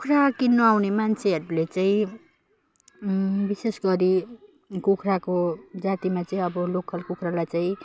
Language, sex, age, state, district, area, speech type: Nepali, female, 30-45, West Bengal, Jalpaiguri, rural, spontaneous